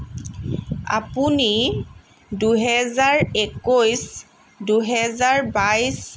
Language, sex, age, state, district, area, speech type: Assamese, female, 30-45, Assam, Lakhimpur, rural, read